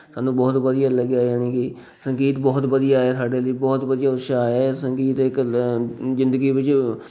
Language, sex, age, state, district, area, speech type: Punjabi, male, 30-45, Punjab, Shaheed Bhagat Singh Nagar, urban, spontaneous